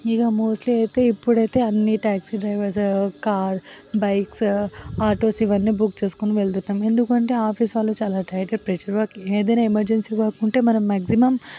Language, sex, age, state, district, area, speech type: Telugu, female, 18-30, Telangana, Vikarabad, rural, spontaneous